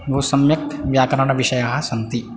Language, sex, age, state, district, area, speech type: Sanskrit, male, 18-30, Odisha, Balangir, rural, spontaneous